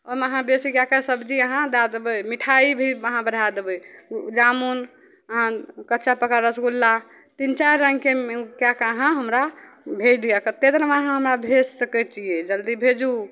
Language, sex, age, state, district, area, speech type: Maithili, female, 18-30, Bihar, Madhepura, rural, spontaneous